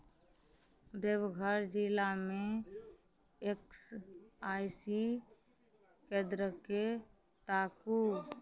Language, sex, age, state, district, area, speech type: Maithili, female, 30-45, Bihar, Madhubani, rural, read